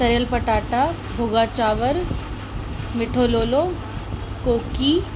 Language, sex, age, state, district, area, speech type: Sindhi, female, 18-30, Delhi, South Delhi, urban, spontaneous